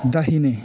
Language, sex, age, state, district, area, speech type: Nepali, male, 30-45, West Bengal, Jalpaiguri, urban, read